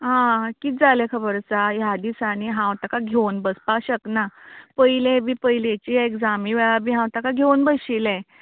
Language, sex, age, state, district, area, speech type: Goan Konkani, female, 45-60, Goa, Canacona, rural, conversation